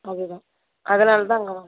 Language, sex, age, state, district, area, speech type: Tamil, female, 60+, Tamil Nadu, Viluppuram, rural, conversation